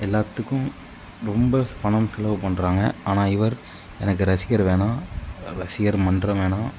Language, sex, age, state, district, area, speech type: Tamil, male, 18-30, Tamil Nadu, Mayiladuthurai, urban, spontaneous